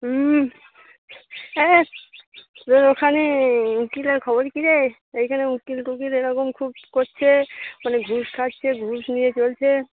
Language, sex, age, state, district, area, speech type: Bengali, female, 45-60, West Bengal, Darjeeling, urban, conversation